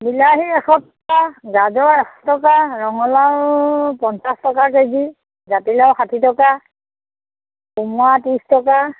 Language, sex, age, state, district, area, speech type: Assamese, female, 45-60, Assam, Majuli, urban, conversation